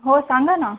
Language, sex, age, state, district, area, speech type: Marathi, female, 30-45, Maharashtra, Thane, urban, conversation